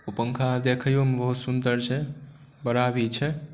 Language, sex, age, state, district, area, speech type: Maithili, male, 18-30, Bihar, Supaul, rural, spontaneous